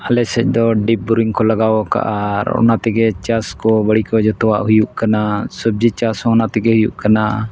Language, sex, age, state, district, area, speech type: Santali, male, 30-45, Jharkhand, East Singhbhum, rural, spontaneous